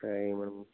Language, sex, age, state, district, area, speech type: Tamil, male, 30-45, Tamil Nadu, Cuddalore, rural, conversation